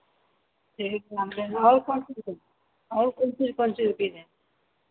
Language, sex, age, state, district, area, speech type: Hindi, female, 45-60, Bihar, Begusarai, rural, conversation